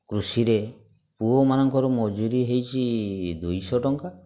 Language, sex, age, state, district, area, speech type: Odia, male, 45-60, Odisha, Mayurbhanj, rural, spontaneous